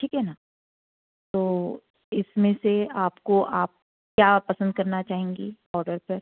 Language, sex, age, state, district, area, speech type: Hindi, female, 45-60, Madhya Pradesh, Jabalpur, urban, conversation